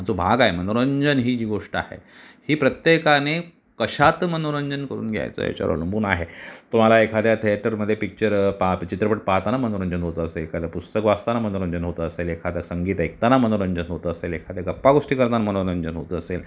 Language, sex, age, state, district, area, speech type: Marathi, male, 45-60, Maharashtra, Sindhudurg, rural, spontaneous